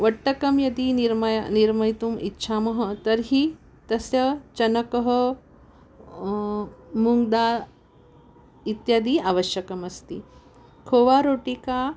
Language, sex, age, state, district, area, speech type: Sanskrit, female, 60+, Maharashtra, Wardha, urban, spontaneous